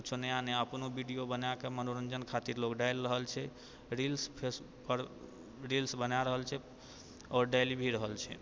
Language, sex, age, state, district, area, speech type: Maithili, male, 60+, Bihar, Purnia, urban, spontaneous